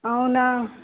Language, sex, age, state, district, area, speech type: Telugu, female, 18-30, Telangana, Nalgonda, urban, conversation